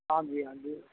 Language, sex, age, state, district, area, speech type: Punjabi, male, 60+, Punjab, Bathinda, urban, conversation